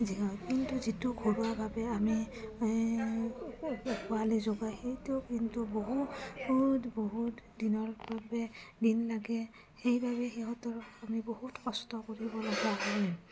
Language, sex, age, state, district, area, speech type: Assamese, female, 30-45, Assam, Udalguri, rural, spontaneous